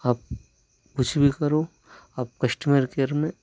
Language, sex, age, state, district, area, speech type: Hindi, male, 30-45, Madhya Pradesh, Hoshangabad, rural, spontaneous